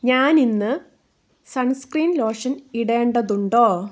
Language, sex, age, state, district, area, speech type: Malayalam, female, 18-30, Kerala, Wayanad, rural, read